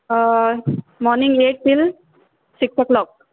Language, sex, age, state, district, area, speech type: Goan Konkani, female, 18-30, Goa, Salcete, rural, conversation